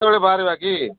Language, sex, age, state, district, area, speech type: Odia, male, 60+, Odisha, Malkangiri, urban, conversation